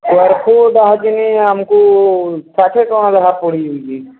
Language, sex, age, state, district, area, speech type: Odia, male, 45-60, Odisha, Nuapada, urban, conversation